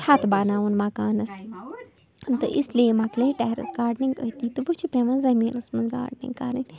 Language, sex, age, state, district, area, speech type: Kashmiri, female, 30-45, Jammu and Kashmir, Bandipora, rural, spontaneous